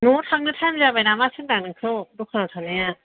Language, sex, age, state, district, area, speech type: Bodo, female, 45-60, Assam, Kokrajhar, rural, conversation